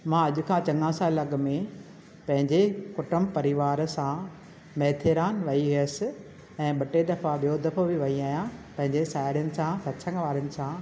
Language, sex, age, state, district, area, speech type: Sindhi, female, 60+, Maharashtra, Thane, urban, spontaneous